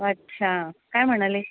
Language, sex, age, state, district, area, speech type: Marathi, female, 45-60, Maharashtra, Thane, rural, conversation